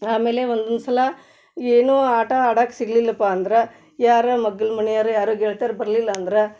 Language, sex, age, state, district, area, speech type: Kannada, female, 30-45, Karnataka, Gadag, rural, spontaneous